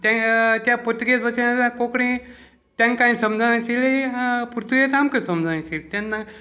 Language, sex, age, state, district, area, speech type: Goan Konkani, male, 60+, Goa, Salcete, rural, spontaneous